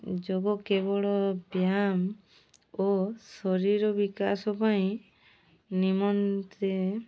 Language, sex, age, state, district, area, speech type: Odia, female, 18-30, Odisha, Mayurbhanj, rural, spontaneous